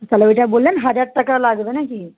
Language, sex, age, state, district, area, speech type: Bengali, female, 45-60, West Bengal, Paschim Medinipur, rural, conversation